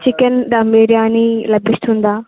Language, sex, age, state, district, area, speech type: Telugu, female, 18-30, Telangana, Nalgonda, urban, conversation